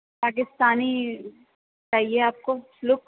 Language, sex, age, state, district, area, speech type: Urdu, female, 30-45, Uttar Pradesh, Rampur, urban, conversation